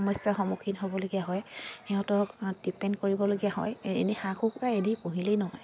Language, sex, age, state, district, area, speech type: Assamese, female, 45-60, Assam, Dibrugarh, rural, spontaneous